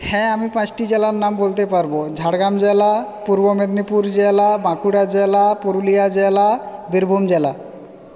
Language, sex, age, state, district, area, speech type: Bengali, male, 45-60, West Bengal, Jhargram, rural, spontaneous